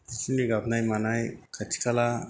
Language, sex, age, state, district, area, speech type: Bodo, male, 45-60, Assam, Kokrajhar, rural, spontaneous